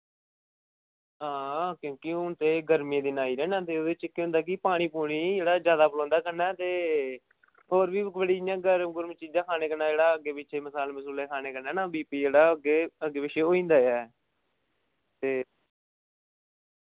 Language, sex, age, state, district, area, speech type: Dogri, male, 18-30, Jammu and Kashmir, Samba, rural, conversation